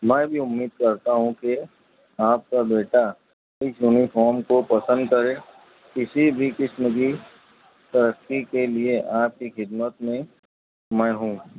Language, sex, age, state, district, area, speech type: Urdu, male, 18-30, Maharashtra, Nashik, urban, conversation